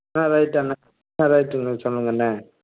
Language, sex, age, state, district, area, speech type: Tamil, male, 45-60, Tamil Nadu, Nagapattinam, rural, conversation